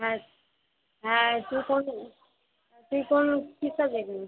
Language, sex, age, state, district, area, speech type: Bengali, female, 18-30, West Bengal, Hooghly, urban, conversation